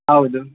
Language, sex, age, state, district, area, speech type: Kannada, male, 18-30, Karnataka, Chitradurga, rural, conversation